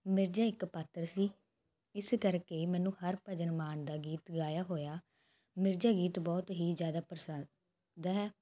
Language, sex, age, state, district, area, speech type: Punjabi, female, 18-30, Punjab, Muktsar, rural, spontaneous